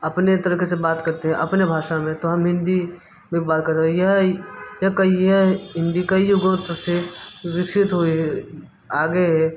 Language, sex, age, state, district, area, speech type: Hindi, male, 18-30, Uttar Pradesh, Mirzapur, urban, spontaneous